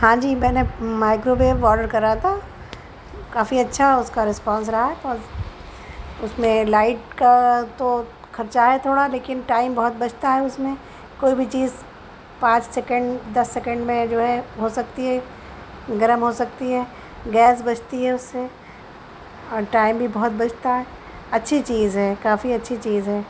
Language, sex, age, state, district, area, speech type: Urdu, female, 45-60, Uttar Pradesh, Shahjahanpur, urban, spontaneous